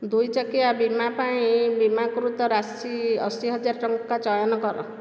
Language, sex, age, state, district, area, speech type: Odia, female, 45-60, Odisha, Dhenkanal, rural, read